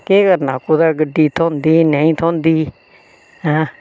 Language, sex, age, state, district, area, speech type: Dogri, female, 60+, Jammu and Kashmir, Reasi, rural, spontaneous